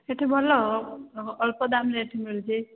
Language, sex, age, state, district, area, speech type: Odia, female, 45-60, Odisha, Sambalpur, rural, conversation